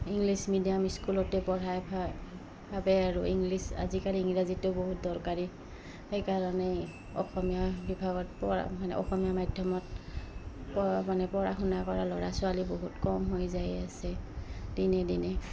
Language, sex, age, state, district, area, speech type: Assamese, female, 30-45, Assam, Goalpara, rural, spontaneous